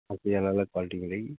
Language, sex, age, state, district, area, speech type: Hindi, male, 60+, Uttar Pradesh, Sitapur, rural, conversation